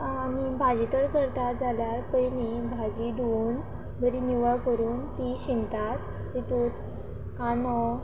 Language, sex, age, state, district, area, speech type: Goan Konkani, female, 18-30, Goa, Quepem, rural, spontaneous